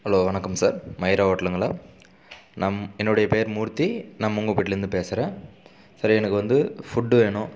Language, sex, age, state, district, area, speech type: Tamil, male, 30-45, Tamil Nadu, Dharmapuri, rural, spontaneous